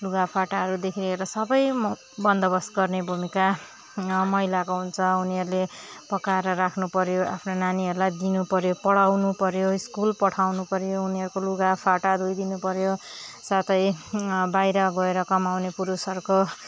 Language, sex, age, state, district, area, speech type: Nepali, female, 30-45, West Bengal, Darjeeling, rural, spontaneous